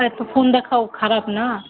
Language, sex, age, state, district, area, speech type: Bengali, female, 30-45, West Bengal, Alipurduar, rural, conversation